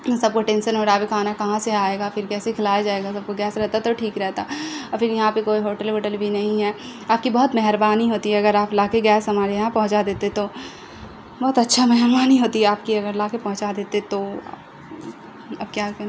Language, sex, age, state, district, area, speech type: Urdu, female, 18-30, Bihar, Saharsa, rural, spontaneous